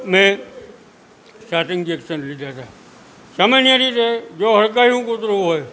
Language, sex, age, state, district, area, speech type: Gujarati, male, 60+, Gujarat, Junagadh, rural, spontaneous